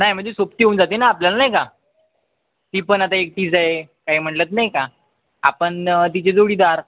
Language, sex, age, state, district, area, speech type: Marathi, male, 18-30, Maharashtra, Wardha, urban, conversation